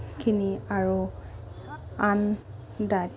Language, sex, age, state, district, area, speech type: Assamese, female, 30-45, Assam, Dibrugarh, rural, spontaneous